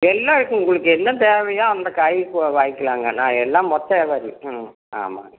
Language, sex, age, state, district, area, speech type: Tamil, male, 60+, Tamil Nadu, Erode, rural, conversation